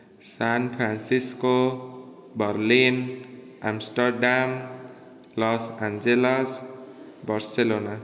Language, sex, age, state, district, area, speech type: Odia, male, 18-30, Odisha, Dhenkanal, rural, spontaneous